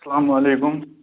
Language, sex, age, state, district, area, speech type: Kashmiri, male, 18-30, Jammu and Kashmir, Pulwama, rural, conversation